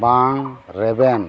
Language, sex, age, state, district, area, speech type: Santali, male, 45-60, Jharkhand, East Singhbhum, rural, read